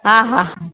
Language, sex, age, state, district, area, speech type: Sindhi, female, 45-60, Maharashtra, Mumbai Suburban, urban, conversation